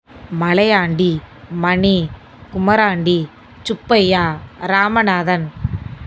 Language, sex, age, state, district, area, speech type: Tamil, female, 18-30, Tamil Nadu, Sivaganga, rural, spontaneous